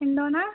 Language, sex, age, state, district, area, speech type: Malayalam, female, 18-30, Kerala, Kozhikode, urban, conversation